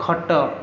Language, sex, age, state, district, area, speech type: Odia, male, 18-30, Odisha, Cuttack, urban, read